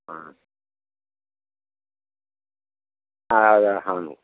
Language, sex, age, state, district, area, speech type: Malayalam, male, 60+, Kerala, Pathanamthitta, rural, conversation